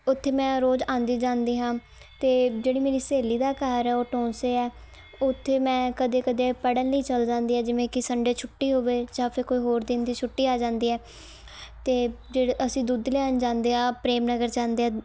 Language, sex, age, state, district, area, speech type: Punjabi, female, 18-30, Punjab, Shaheed Bhagat Singh Nagar, urban, spontaneous